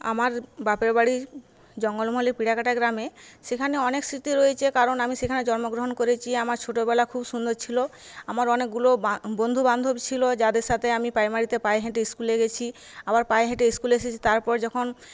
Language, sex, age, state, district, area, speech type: Bengali, female, 30-45, West Bengal, Paschim Medinipur, rural, spontaneous